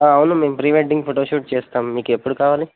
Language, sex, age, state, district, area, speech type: Telugu, male, 18-30, Telangana, Nagarkurnool, urban, conversation